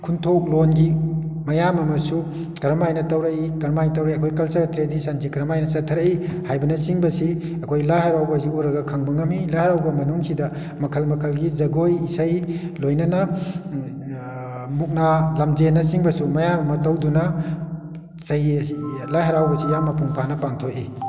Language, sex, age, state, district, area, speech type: Manipuri, male, 60+, Manipur, Kakching, rural, spontaneous